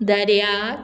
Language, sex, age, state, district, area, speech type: Goan Konkani, female, 18-30, Goa, Murmgao, urban, read